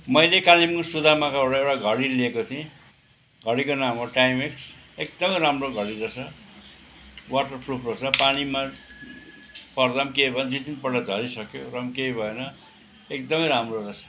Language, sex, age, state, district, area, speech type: Nepali, male, 60+, West Bengal, Kalimpong, rural, spontaneous